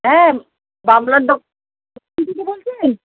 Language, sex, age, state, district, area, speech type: Bengali, female, 30-45, West Bengal, Howrah, urban, conversation